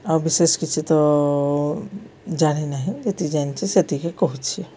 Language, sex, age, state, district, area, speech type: Odia, female, 45-60, Odisha, Subarnapur, urban, spontaneous